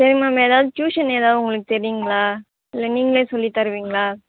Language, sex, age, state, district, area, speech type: Tamil, female, 18-30, Tamil Nadu, Kallakurichi, rural, conversation